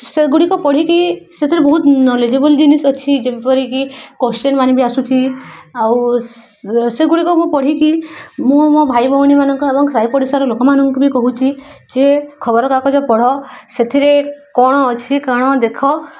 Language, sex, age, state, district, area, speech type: Odia, female, 18-30, Odisha, Subarnapur, urban, spontaneous